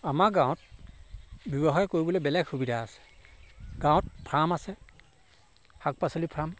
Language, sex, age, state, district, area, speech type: Assamese, male, 45-60, Assam, Sivasagar, rural, spontaneous